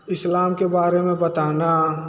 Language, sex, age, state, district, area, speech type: Hindi, male, 30-45, Uttar Pradesh, Bhadohi, urban, spontaneous